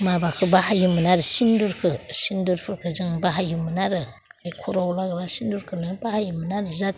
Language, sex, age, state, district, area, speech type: Bodo, female, 45-60, Assam, Udalguri, urban, spontaneous